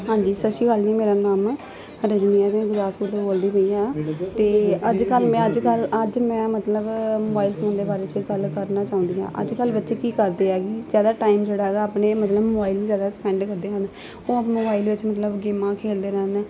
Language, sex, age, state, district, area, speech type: Punjabi, female, 30-45, Punjab, Gurdaspur, urban, spontaneous